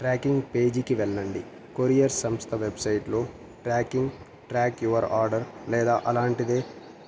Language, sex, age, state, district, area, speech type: Telugu, male, 18-30, Andhra Pradesh, Annamaya, rural, spontaneous